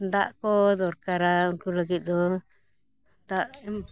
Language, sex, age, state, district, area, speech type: Santali, female, 60+, Jharkhand, Bokaro, rural, spontaneous